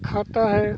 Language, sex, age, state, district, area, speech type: Hindi, male, 45-60, Uttar Pradesh, Hardoi, rural, spontaneous